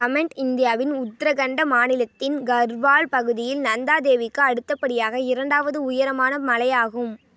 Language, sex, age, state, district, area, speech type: Tamil, female, 18-30, Tamil Nadu, Ariyalur, rural, read